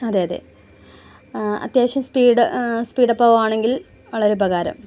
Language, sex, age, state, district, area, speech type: Malayalam, female, 30-45, Kerala, Ernakulam, rural, spontaneous